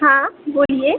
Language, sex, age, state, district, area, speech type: Hindi, female, 18-30, Madhya Pradesh, Hoshangabad, rural, conversation